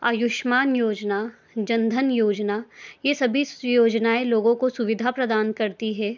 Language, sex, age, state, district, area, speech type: Hindi, female, 30-45, Madhya Pradesh, Indore, urban, spontaneous